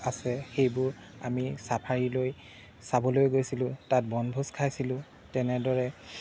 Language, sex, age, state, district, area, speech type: Assamese, male, 30-45, Assam, Golaghat, urban, spontaneous